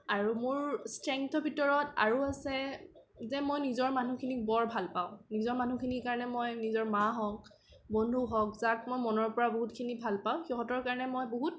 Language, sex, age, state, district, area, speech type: Assamese, female, 18-30, Assam, Kamrup Metropolitan, urban, spontaneous